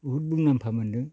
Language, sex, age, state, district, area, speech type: Bodo, male, 60+, Assam, Baksa, rural, spontaneous